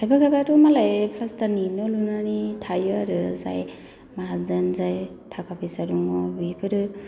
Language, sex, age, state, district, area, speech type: Bodo, female, 30-45, Assam, Chirang, urban, spontaneous